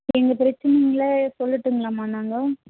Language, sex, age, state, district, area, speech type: Tamil, female, 30-45, Tamil Nadu, Tirupattur, rural, conversation